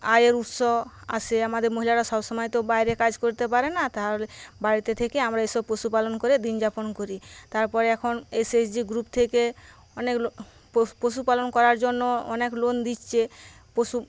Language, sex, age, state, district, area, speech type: Bengali, female, 30-45, West Bengal, Paschim Medinipur, rural, spontaneous